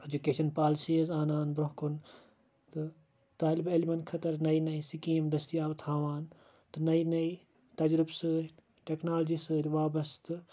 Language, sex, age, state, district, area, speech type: Kashmiri, male, 18-30, Jammu and Kashmir, Kupwara, rural, spontaneous